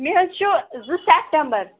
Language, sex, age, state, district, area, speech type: Kashmiri, female, 30-45, Jammu and Kashmir, Srinagar, urban, conversation